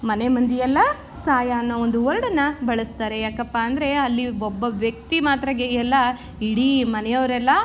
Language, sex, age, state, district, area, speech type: Kannada, female, 30-45, Karnataka, Mandya, rural, spontaneous